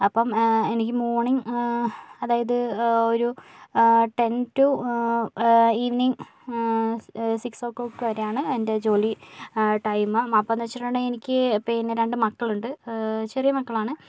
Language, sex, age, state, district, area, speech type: Malayalam, female, 30-45, Kerala, Kozhikode, urban, spontaneous